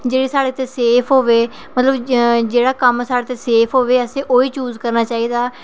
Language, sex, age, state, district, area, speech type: Dogri, female, 30-45, Jammu and Kashmir, Reasi, urban, spontaneous